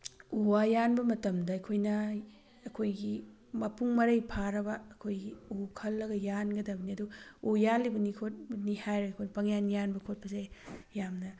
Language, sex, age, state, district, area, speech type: Manipuri, female, 30-45, Manipur, Thoubal, urban, spontaneous